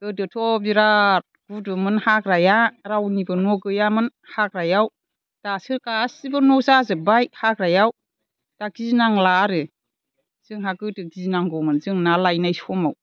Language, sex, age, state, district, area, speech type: Bodo, female, 60+, Assam, Chirang, rural, spontaneous